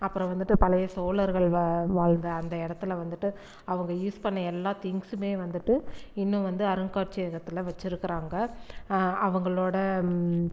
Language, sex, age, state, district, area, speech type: Tamil, female, 45-60, Tamil Nadu, Erode, rural, spontaneous